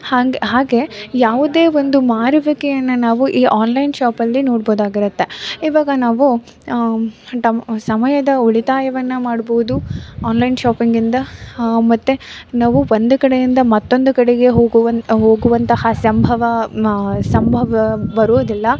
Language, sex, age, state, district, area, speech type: Kannada, female, 18-30, Karnataka, Mysore, rural, spontaneous